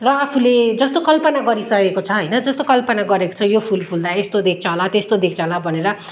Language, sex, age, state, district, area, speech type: Nepali, female, 30-45, West Bengal, Kalimpong, rural, spontaneous